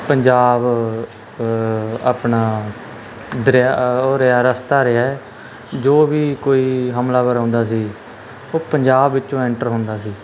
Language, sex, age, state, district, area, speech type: Punjabi, male, 18-30, Punjab, Mansa, urban, spontaneous